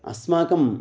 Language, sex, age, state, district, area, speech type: Sanskrit, male, 30-45, Telangana, Narayanpet, urban, spontaneous